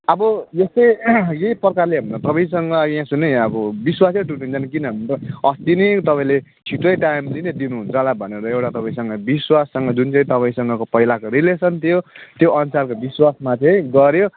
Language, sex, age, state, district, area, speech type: Nepali, male, 30-45, West Bengal, Kalimpong, rural, conversation